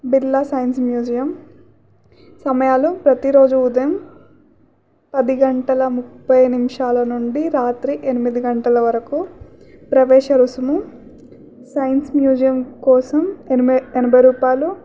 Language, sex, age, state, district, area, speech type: Telugu, female, 18-30, Telangana, Nagarkurnool, urban, spontaneous